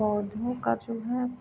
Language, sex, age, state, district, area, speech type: Hindi, female, 18-30, Uttar Pradesh, Ghazipur, rural, spontaneous